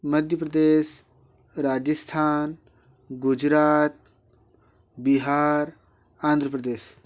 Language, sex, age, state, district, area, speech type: Hindi, male, 18-30, Madhya Pradesh, Ujjain, rural, spontaneous